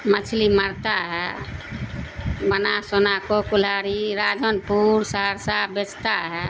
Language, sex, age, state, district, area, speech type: Urdu, female, 60+, Bihar, Darbhanga, rural, spontaneous